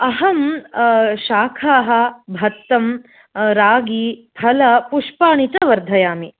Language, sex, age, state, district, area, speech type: Sanskrit, female, 30-45, Karnataka, Hassan, urban, conversation